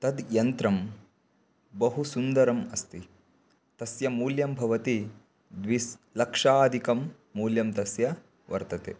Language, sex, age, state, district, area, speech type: Sanskrit, male, 18-30, Karnataka, Bagalkot, rural, spontaneous